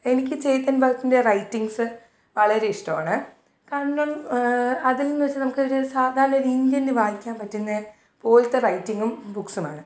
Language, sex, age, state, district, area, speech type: Malayalam, female, 18-30, Kerala, Thiruvananthapuram, urban, spontaneous